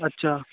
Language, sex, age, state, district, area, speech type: Hindi, male, 18-30, Bihar, Darbhanga, rural, conversation